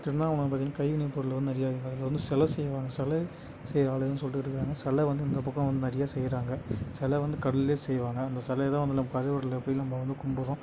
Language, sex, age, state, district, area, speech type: Tamil, male, 18-30, Tamil Nadu, Tiruvannamalai, urban, spontaneous